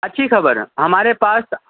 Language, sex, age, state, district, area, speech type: Urdu, male, 18-30, Maharashtra, Nashik, urban, conversation